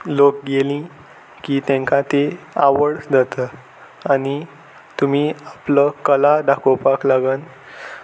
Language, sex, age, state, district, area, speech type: Goan Konkani, male, 18-30, Goa, Salcete, urban, spontaneous